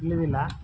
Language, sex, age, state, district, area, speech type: Kannada, male, 18-30, Karnataka, Mysore, rural, spontaneous